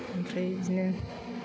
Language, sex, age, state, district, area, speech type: Bodo, female, 60+, Assam, Chirang, rural, spontaneous